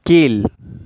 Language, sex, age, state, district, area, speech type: Tamil, male, 18-30, Tamil Nadu, Madurai, urban, read